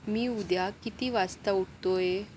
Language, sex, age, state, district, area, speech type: Marathi, female, 60+, Maharashtra, Akola, urban, read